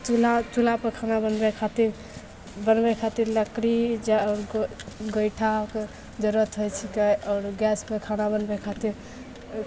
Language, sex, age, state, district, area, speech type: Maithili, female, 18-30, Bihar, Begusarai, rural, spontaneous